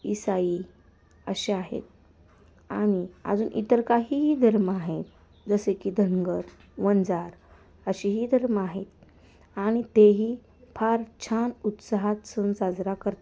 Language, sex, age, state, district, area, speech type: Marathi, female, 18-30, Maharashtra, Osmanabad, rural, spontaneous